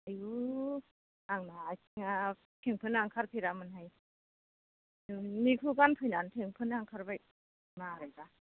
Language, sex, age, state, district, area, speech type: Bodo, female, 45-60, Assam, Kokrajhar, urban, conversation